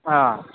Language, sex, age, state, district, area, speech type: Kashmiri, male, 18-30, Jammu and Kashmir, Pulwama, urban, conversation